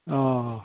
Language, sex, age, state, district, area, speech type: Bodo, male, 60+, Assam, Chirang, rural, conversation